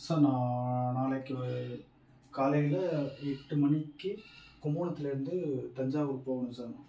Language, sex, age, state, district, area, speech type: Tamil, male, 30-45, Tamil Nadu, Tiruvarur, rural, spontaneous